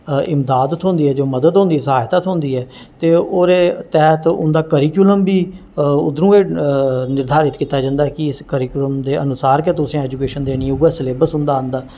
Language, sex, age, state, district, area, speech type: Dogri, male, 45-60, Jammu and Kashmir, Jammu, urban, spontaneous